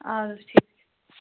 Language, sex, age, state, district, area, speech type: Kashmiri, female, 18-30, Jammu and Kashmir, Budgam, rural, conversation